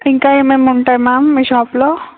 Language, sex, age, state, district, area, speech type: Telugu, female, 18-30, Telangana, Nagarkurnool, urban, conversation